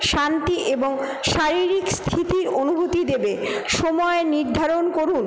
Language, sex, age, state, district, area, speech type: Bengali, female, 45-60, West Bengal, Paschim Bardhaman, urban, spontaneous